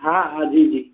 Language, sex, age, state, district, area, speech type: Hindi, male, 18-30, Uttar Pradesh, Mirzapur, rural, conversation